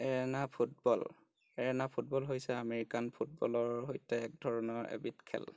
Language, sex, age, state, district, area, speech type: Assamese, male, 18-30, Assam, Golaghat, rural, read